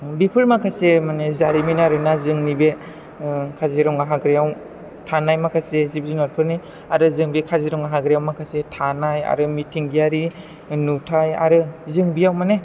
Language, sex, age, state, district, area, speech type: Bodo, male, 18-30, Assam, Chirang, rural, spontaneous